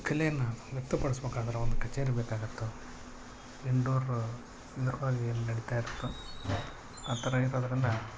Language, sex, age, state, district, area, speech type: Kannada, male, 45-60, Karnataka, Koppal, urban, spontaneous